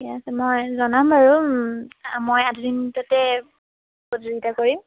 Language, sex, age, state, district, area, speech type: Assamese, female, 30-45, Assam, Majuli, urban, conversation